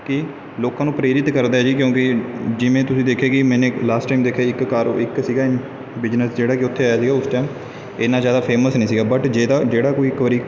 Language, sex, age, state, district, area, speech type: Punjabi, male, 18-30, Punjab, Kapurthala, rural, spontaneous